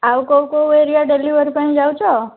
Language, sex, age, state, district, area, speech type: Odia, female, 18-30, Odisha, Cuttack, urban, conversation